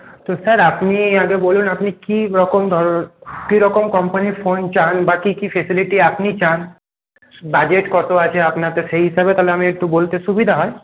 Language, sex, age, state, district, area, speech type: Bengali, male, 30-45, West Bengal, Paschim Bardhaman, urban, conversation